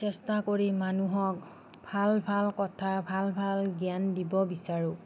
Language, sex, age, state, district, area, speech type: Assamese, female, 45-60, Assam, Nagaon, rural, spontaneous